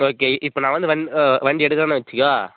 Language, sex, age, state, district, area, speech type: Tamil, female, 18-30, Tamil Nadu, Dharmapuri, urban, conversation